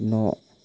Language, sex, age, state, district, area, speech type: Bodo, male, 60+, Assam, Chirang, urban, read